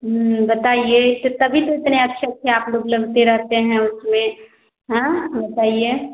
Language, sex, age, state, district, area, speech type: Hindi, female, 30-45, Bihar, Samastipur, rural, conversation